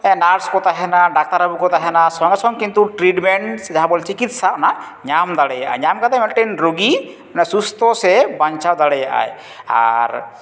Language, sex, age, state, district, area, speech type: Santali, male, 30-45, West Bengal, Jhargram, rural, spontaneous